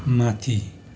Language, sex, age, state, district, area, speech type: Nepali, male, 60+, West Bengal, Darjeeling, rural, read